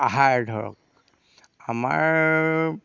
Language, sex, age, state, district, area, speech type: Assamese, male, 60+, Assam, Dhemaji, rural, spontaneous